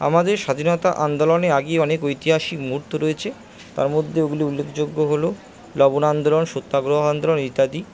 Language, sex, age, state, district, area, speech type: Bengali, female, 30-45, West Bengal, Purba Bardhaman, urban, spontaneous